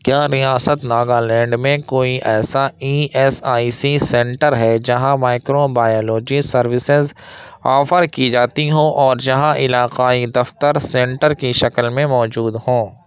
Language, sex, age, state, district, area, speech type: Urdu, male, 60+, Uttar Pradesh, Lucknow, urban, read